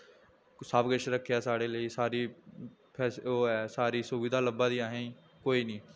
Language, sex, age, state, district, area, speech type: Dogri, male, 18-30, Jammu and Kashmir, Jammu, rural, spontaneous